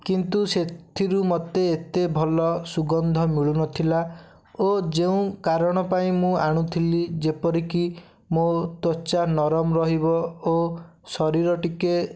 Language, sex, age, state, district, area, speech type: Odia, male, 18-30, Odisha, Bhadrak, rural, spontaneous